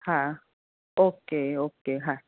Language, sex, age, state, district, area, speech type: Gujarati, female, 30-45, Gujarat, Kheda, rural, conversation